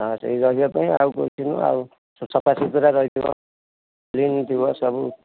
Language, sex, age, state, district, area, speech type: Odia, male, 45-60, Odisha, Kendujhar, urban, conversation